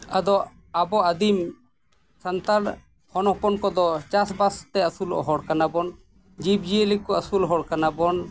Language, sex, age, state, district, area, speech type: Santali, male, 45-60, Jharkhand, East Singhbhum, rural, spontaneous